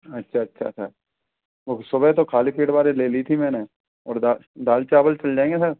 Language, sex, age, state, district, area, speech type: Hindi, male, 30-45, Rajasthan, Karauli, rural, conversation